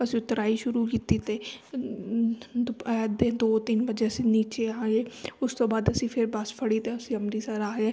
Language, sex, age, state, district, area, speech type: Punjabi, female, 30-45, Punjab, Amritsar, urban, spontaneous